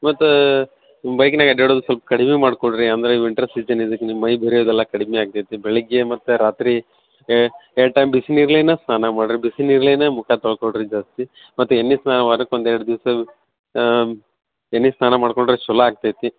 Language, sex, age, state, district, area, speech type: Kannada, male, 30-45, Karnataka, Dharwad, rural, conversation